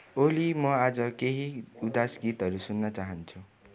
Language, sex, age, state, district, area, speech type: Nepali, male, 18-30, West Bengal, Darjeeling, rural, read